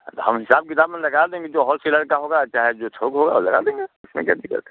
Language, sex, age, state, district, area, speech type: Hindi, male, 60+, Bihar, Muzaffarpur, rural, conversation